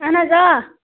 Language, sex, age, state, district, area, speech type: Kashmiri, female, 30-45, Jammu and Kashmir, Baramulla, rural, conversation